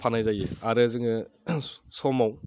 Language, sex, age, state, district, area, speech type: Bodo, male, 30-45, Assam, Udalguri, urban, spontaneous